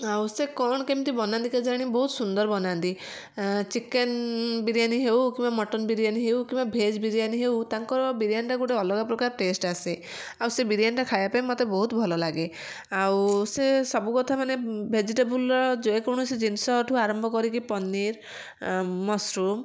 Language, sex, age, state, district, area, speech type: Odia, female, 45-60, Odisha, Kendujhar, urban, spontaneous